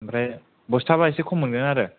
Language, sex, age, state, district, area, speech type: Bodo, male, 18-30, Assam, Kokrajhar, rural, conversation